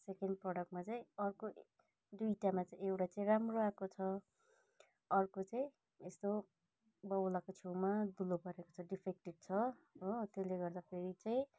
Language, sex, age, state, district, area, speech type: Nepali, female, 45-60, West Bengal, Kalimpong, rural, spontaneous